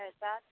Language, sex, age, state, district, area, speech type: Hindi, female, 60+, Uttar Pradesh, Mau, rural, conversation